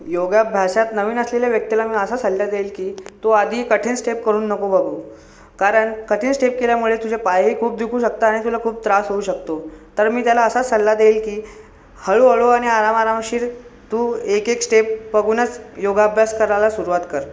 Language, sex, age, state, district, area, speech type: Marathi, male, 18-30, Maharashtra, Buldhana, urban, spontaneous